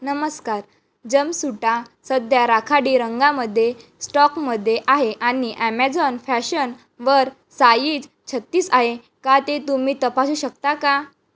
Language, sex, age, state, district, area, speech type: Marathi, female, 18-30, Maharashtra, Wardha, rural, read